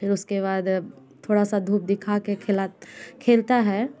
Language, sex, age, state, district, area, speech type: Hindi, female, 30-45, Uttar Pradesh, Bhadohi, rural, spontaneous